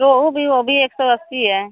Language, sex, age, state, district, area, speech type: Hindi, female, 45-60, Uttar Pradesh, Mau, rural, conversation